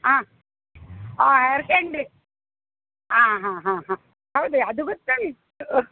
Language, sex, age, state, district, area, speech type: Kannada, female, 60+, Karnataka, Udupi, rural, conversation